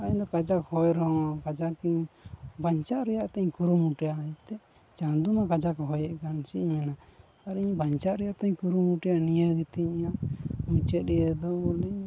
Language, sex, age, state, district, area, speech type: Santali, male, 18-30, Jharkhand, Pakur, rural, spontaneous